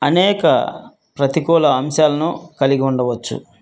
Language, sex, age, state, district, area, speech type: Telugu, male, 45-60, Andhra Pradesh, Guntur, rural, spontaneous